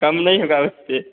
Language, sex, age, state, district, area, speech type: Hindi, male, 18-30, Bihar, Samastipur, rural, conversation